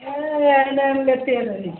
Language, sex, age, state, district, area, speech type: Hindi, female, 45-60, Bihar, Madhepura, rural, conversation